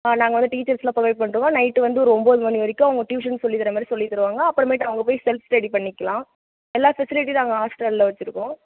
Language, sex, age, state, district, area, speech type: Tamil, female, 18-30, Tamil Nadu, Cuddalore, rural, conversation